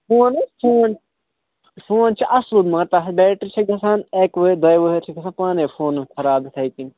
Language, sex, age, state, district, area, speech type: Kashmiri, male, 18-30, Jammu and Kashmir, Budgam, rural, conversation